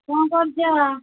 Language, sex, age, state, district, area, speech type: Odia, female, 60+, Odisha, Angul, rural, conversation